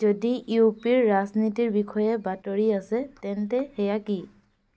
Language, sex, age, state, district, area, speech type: Assamese, female, 18-30, Assam, Dibrugarh, rural, read